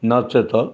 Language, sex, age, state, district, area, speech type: Odia, male, 60+, Odisha, Ganjam, urban, spontaneous